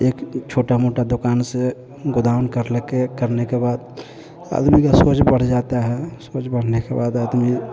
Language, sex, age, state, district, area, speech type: Hindi, male, 45-60, Bihar, Vaishali, urban, spontaneous